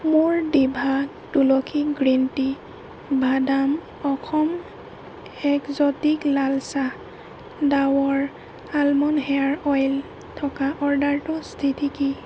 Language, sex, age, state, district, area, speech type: Assamese, female, 30-45, Assam, Golaghat, urban, read